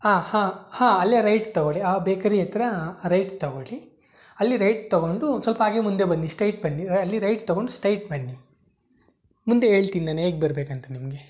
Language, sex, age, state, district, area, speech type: Kannada, male, 18-30, Karnataka, Tumkur, urban, spontaneous